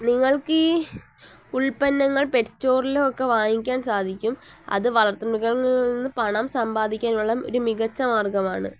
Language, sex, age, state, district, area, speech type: Malayalam, female, 18-30, Kerala, Palakkad, rural, spontaneous